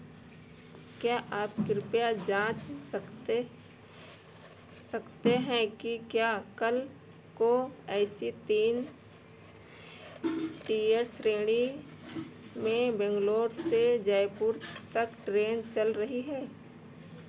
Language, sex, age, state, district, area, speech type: Hindi, female, 60+, Uttar Pradesh, Ayodhya, urban, read